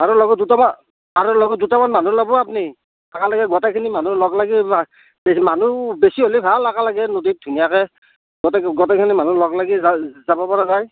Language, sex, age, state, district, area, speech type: Assamese, male, 45-60, Assam, Nalbari, rural, conversation